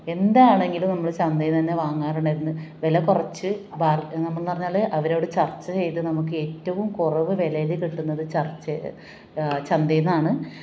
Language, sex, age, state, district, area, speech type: Malayalam, female, 30-45, Kerala, Kasaragod, rural, spontaneous